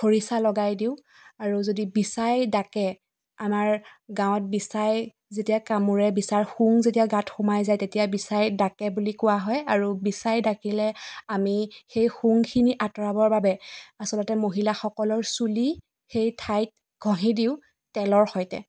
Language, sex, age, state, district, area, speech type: Assamese, female, 30-45, Assam, Dibrugarh, rural, spontaneous